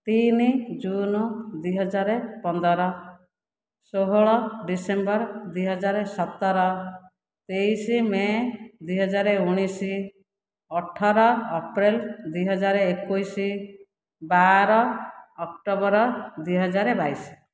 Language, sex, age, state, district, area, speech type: Odia, female, 45-60, Odisha, Khordha, rural, spontaneous